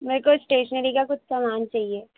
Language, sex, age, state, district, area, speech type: Urdu, female, 18-30, Delhi, North West Delhi, urban, conversation